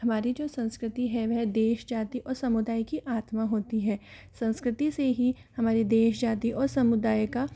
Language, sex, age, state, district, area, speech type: Hindi, female, 45-60, Rajasthan, Jaipur, urban, spontaneous